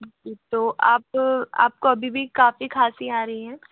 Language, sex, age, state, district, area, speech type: Hindi, female, 18-30, Madhya Pradesh, Bhopal, urban, conversation